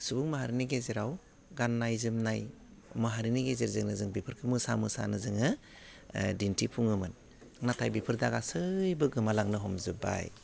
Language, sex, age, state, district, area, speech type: Bodo, male, 30-45, Assam, Udalguri, rural, spontaneous